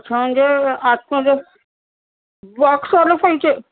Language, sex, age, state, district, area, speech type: Marathi, female, 60+, Maharashtra, Nagpur, urban, conversation